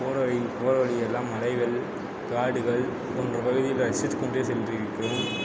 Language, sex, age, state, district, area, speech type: Tamil, male, 18-30, Tamil Nadu, Perambalur, urban, spontaneous